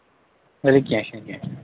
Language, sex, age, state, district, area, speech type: Kashmiri, male, 18-30, Jammu and Kashmir, Shopian, rural, conversation